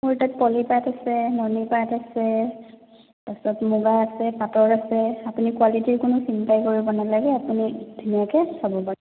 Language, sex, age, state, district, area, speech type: Assamese, female, 30-45, Assam, Sonitpur, rural, conversation